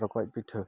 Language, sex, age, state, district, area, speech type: Santali, male, 30-45, West Bengal, Dakshin Dinajpur, rural, spontaneous